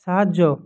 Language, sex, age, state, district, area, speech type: Bengali, male, 30-45, West Bengal, Purba Medinipur, rural, read